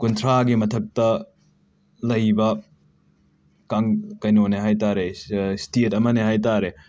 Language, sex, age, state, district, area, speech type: Manipuri, male, 18-30, Manipur, Imphal West, rural, spontaneous